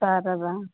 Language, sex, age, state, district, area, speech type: Telugu, male, 45-60, Telangana, Mancherial, rural, conversation